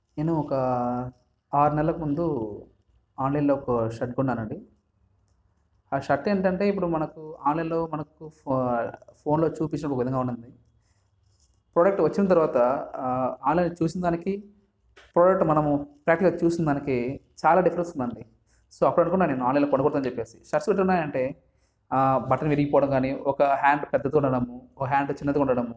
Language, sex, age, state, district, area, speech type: Telugu, male, 18-30, Andhra Pradesh, Sri Balaji, rural, spontaneous